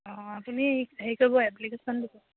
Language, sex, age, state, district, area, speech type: Assamese, female, 30-45, Assam, Jorhat, urban, conversation